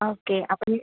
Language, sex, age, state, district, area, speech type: Malayalam, female, 30-45, Kerala, Thrissur, rural, conversation